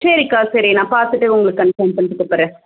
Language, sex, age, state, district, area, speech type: Tamil, female, 45-60, Tamil Nadu, Pudukkottai, rural, conversation